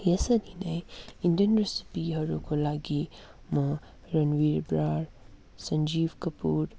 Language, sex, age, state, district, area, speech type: Nepali, female, 45-60, West Bengal, Darjeeling, rural, spontaneous